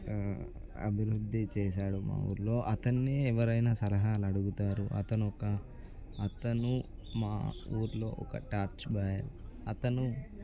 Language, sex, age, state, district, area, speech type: Telugu, male, 18-30, Telangana, Nirmal, rural, spontaneous